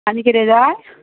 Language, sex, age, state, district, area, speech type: Goan Konkani, female, 45-60, Goa, Bardez, rural, conversation